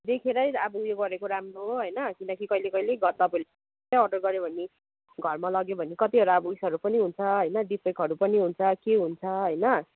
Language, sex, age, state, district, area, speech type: Nepali, female, 30-45, West Bengal, Kalimpong, rural, conversation